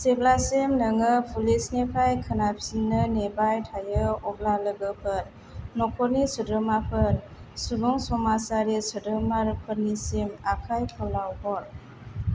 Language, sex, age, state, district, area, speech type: Bodo, female, 30-45, Assam, Chirang, rural, read